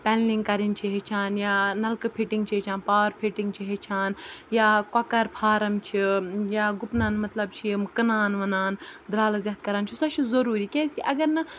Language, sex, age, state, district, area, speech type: Kashmiri, female, 30-45, Jammu and Kashmir, Ganderbal, rural, spontaneous